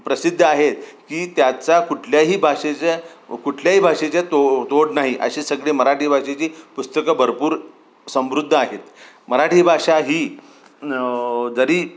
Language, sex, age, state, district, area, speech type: Marathi, male, 60+, Maharashtra, Sangli, rural, spontaneous